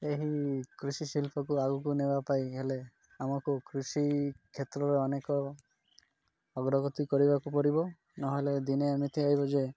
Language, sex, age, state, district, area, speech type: Odia, male, 30-45, Odisha, Malkangiri, urban, spontaneous